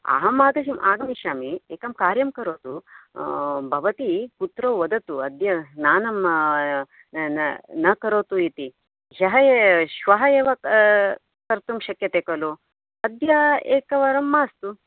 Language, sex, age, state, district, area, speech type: Sanskrit, female, 45-60, Karnataka, Dakshina Kannada, urban, conversation